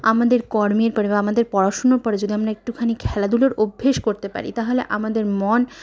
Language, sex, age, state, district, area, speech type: Bengali, female, 60+, West Bengal, Purulia, rural, spontaneous